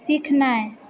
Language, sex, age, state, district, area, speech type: Maithili, female, 30-45, Bihar, Purnia, urban, read